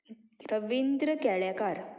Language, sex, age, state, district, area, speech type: Goan Konkani, female, 18-30, Goa, Murmgao, urban, spontaneous